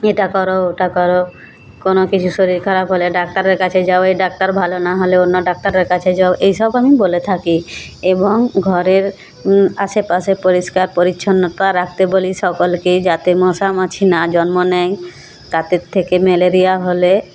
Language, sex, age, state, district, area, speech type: Bengali, female, 45-60, West Bengal, Jhargram, rural, spontaneous